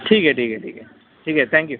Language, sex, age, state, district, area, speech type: Marathi, male, 30-45, Maharashtra, Thane, urban, conversation